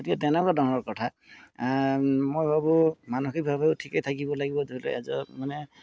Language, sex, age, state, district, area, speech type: Assamese, male, 60+, Assam, Golaghat, urban, spontaneous